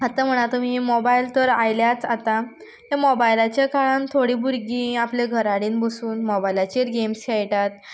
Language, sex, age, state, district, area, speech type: Goan Konkani, female, 18-30, Goa, Quepem, rural, spontaneous